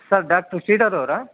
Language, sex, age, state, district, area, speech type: Kannada, male, 30-45, Karnataka, Chitradurga, rural, conversation